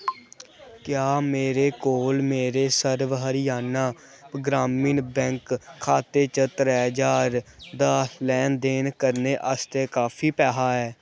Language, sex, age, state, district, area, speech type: Dogri, male, 18-30, Jammu and Kashmir, Kathua, rural, read